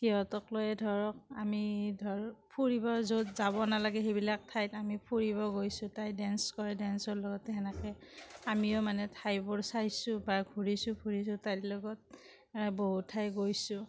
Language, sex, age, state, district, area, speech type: Assamese, female, 45-60, Assam, Kamrup Metropolitan, rural, spontaneous